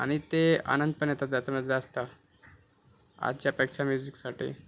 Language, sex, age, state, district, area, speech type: Marathi, male, 30-45, Maharashtra, Thane, urban, spontaneous